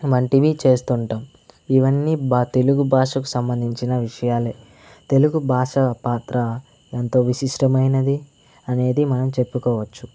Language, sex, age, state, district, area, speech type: Telugu, male, 18-30, Andhra Pradesh, Chittoor, rural, spontaneous